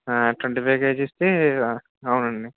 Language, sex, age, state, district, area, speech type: Telugu, male, 30-45, Andhra Pradesh, Kakinada, rural, conversation